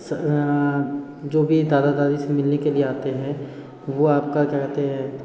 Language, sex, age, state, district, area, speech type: Hindi, male, 30-45, Bihar, Darbhanga, rural, spontaneous